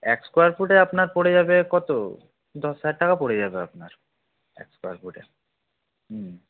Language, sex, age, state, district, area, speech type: Bengali, male, 18-30, West Bengal, Paschim Bardhaman, rural, conversation